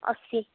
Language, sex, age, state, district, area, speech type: Odia, female, 30-45, Odisha, Bhadrak, rural, conversation